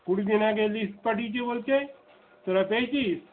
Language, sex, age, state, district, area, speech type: Bengali, male, 60+, West Bengal, Darjeeling, rural, conversation